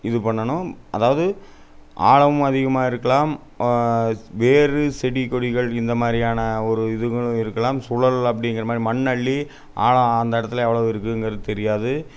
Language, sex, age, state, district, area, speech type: Tamil, male, 30-45, Tamil Nadu, Coimbatore, urban, spontaneous